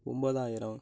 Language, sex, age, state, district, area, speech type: Tamil, male, 18-30, Tamil Nadu, Nagapattinam, rural, spontaneous